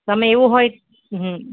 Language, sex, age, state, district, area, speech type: Gujarati, female, 45-60, Gujarat, Anand, urban, conversation